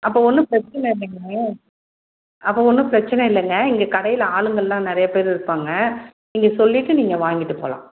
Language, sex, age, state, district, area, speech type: Tamil, female, 30-45, Tamil Nadu, Salem, urban, conversation